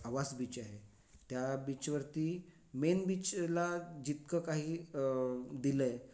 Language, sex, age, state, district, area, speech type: Marathi, male, 45-60, Maharashtra, Raigad, urban, spontaneous